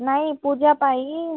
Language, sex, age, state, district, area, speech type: Odia, male, 30-45, Odisha, Malkangiri, urban, conversation